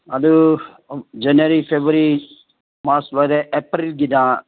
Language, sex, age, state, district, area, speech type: Manipuri, male, 60+, Manipur, Senapati, urban, conversation